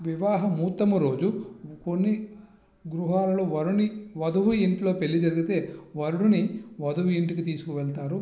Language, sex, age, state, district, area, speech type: Telugu, male, 45-60, Andhra Pradesh, Visakhapatnam, rural, spontaneous